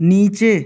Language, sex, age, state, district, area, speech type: Urdu, male, 18-30, Delhi, South Delhi, urban, read